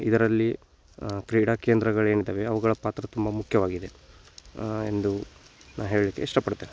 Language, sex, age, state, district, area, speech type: Kannada, male, 18-30, Karnataka, Bagalkot, rural, spontaneous